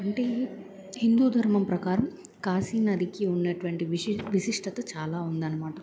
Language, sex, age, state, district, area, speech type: Telugu, female, 18-30, Andhra Pradesh, Bapatla, rural, spontaneous